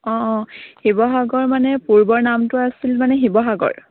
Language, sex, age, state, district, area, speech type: Assamese, female, 18-30, Assam, Sivasagar, rural, conversation